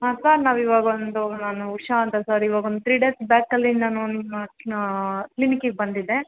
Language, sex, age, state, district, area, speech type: Kannada, female, 30-45, Karnataka, Ramanagara, urban, conversation